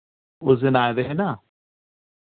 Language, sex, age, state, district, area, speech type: Dogri, male, 45-60, Jammu and Kashmir, Jammu, urban, conversation